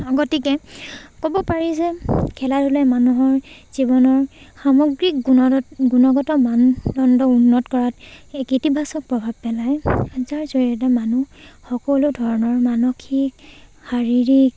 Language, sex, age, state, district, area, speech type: Assamese, female, 18-30, Assam, Charaideo, rural, spontaneous